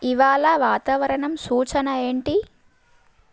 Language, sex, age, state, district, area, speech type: Telugu, female, 18-30, Telangana, Mahbubnagar, urban, read